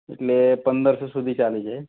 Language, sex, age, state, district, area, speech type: Gujarati, male, 30-45, Gujarat, Valsad, urban, conversation